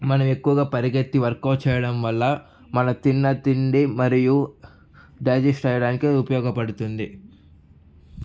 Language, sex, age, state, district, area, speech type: Telugu, male, 18-30, Andhra Pradesh, Sri Balaji, urban, spontaneous